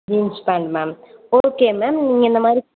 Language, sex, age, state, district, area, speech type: Tamil, female, 18-30, Tamil Nadu, Sivaganga, rural, conversation